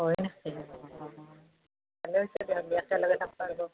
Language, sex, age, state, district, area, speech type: Assamese, female, 45-60, Assam, Barpeta, rural, conversation